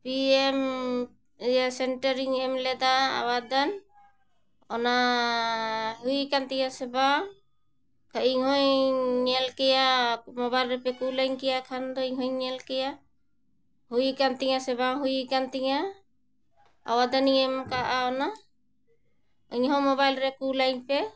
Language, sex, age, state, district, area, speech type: Santali, female, 45-60, Jharkhand, Bokaro, rural, spontaneous